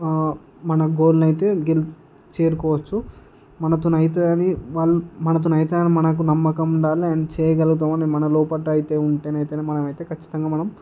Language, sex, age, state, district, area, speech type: Telugu, male, 60+, Andhra Pradesh, Visakhapatnam, urban, spontaneous